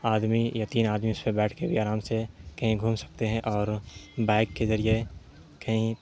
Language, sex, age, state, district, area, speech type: Urdu, male, 30-45, Bihar, Supaul, rural, spontaneous